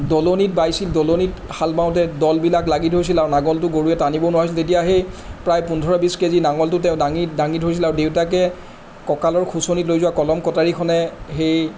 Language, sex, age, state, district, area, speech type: Assamese, male, 45-60, Assam, Charaideo, urban, spontaneous